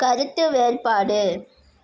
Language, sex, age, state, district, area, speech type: Tamil, female, 30-45, Tamil Nadu, Nagapattinam, rural, read